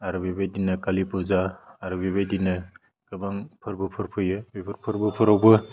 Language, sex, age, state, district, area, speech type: Bodo, male, 18-30, Assam, Udalguri, urban, spontaneous